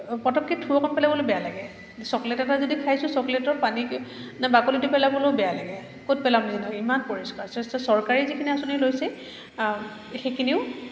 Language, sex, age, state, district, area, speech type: Assamese, female, 30-45, Assam, Kamrup Metropolitan, urban, spontaneous